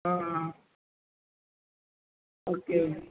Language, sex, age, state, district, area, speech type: Tamil, female, 45-60, Tamil Nadu, Tiruvannamalai, urban, conversation